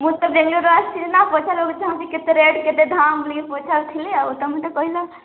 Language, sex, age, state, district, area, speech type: Odia, female, 18-30, Odisha, Nabarangpur, urban, conversation